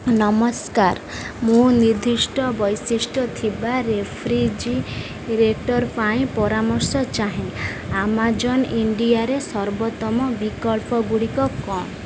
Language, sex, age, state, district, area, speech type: Odia, female, 30-45, Odisha, Sundergarh, urban, read